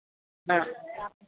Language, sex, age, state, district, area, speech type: Hindi, female, 60+, Uttar Pradesh, Hardoi, rural, conversation